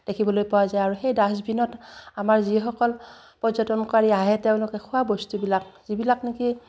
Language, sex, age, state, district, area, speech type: Assamese, female, 60+, Assam, Udalguri, rural, spontaneous